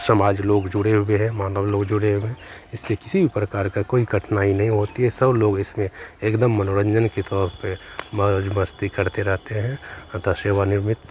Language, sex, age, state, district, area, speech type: Hindi, male, 45-60, Bihar, Begusarai, urban, spontaneous